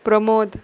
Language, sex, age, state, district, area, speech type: Goan Konkani, female, 30-45, Goa, Salcete, rural, spontaneous